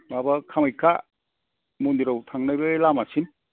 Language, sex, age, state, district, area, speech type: Bodo, male, 45-60, Assam, Kokrajhar, rural, conversation